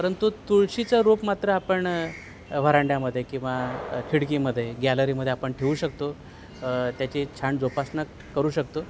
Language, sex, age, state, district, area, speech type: Marathi, male, 45-60, Maharashtra, Thane, rural, spontaneous